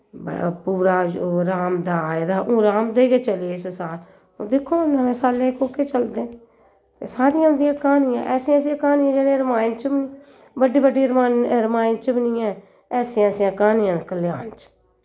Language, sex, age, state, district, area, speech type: Dogri, female, 60+, Jammu and Kashmir, Jammu, urban, spontaneous